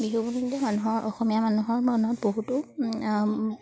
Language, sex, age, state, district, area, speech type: Assamese, female, 30-45, Assam, Charaideo, urban, spontaneous